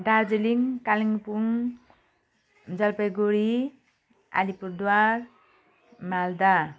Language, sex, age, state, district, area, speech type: Nepali, female, 45-60, West Bengal, Jalpaiguri, rural, spontaneous